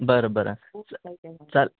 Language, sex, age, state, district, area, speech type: Marathi, male, 18-30, Maharashtra, Wardha, urban, conversation